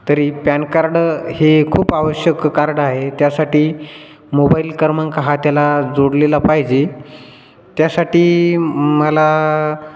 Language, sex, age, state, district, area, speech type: Marathi, male, 18-30, Maharashtra, Hingoli, rural, spontaneous